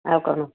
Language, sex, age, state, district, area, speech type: Odia, female, 60+, Odisha, Gajapati, rural, conversation